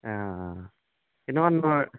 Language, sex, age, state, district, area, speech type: Assamese, male, 45-60, Assam, Tinsukia, rural, conversation